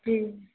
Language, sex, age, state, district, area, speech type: Urdu, female, 30-45, Bihar, Darbhanga, urban, conversation